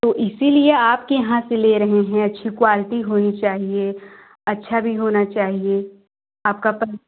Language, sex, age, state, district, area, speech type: Hindi, female, 18-30, Uttar Pradesh, Jaunpur, urban, conversation